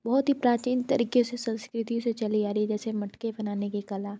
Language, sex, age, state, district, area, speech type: Hindi, female, 18-30, Uttar Pradesh, Sonbhadra, rural, spontaneous